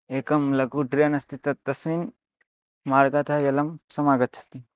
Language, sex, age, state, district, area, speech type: Sanskrit, male, 18-30, Odisha, Bargarh, rural, spontaneous